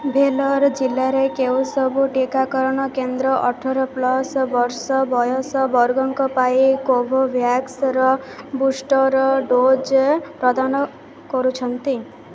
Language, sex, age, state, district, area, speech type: Odia, female, 18-30, Odisha, Malkangiri, urban, read